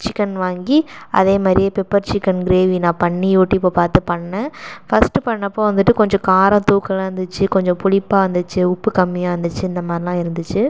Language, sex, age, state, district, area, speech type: Tamil, female, 30-45, Tamil Nadu, Sivaganga, rural, spontaneous